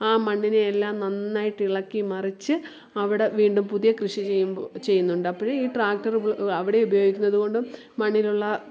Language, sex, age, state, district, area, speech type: Malayalam, female, 30-45, Kerala, Kollam, rural, spontaneous